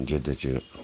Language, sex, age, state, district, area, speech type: Dogri, male, 45-60, Jammu and Kashmir, Udhampur, rural, spontaneous